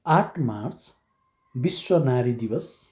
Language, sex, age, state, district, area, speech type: Nepali, male, 60+, West Bengal, Kalimpong, rural, spontaneous